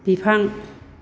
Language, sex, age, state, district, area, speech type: Bodo, female, 60+, Assam, Chirang, rural, read